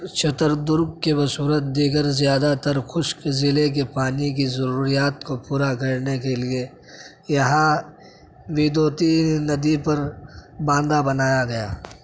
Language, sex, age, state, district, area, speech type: Urdu, male, 18-30, Delhi, Central Delhi, urban, read